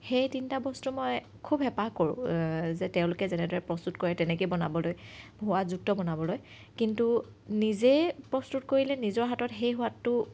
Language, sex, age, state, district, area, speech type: Assamese, female, 30-45, Assam, Morigaon, rural, spontaneous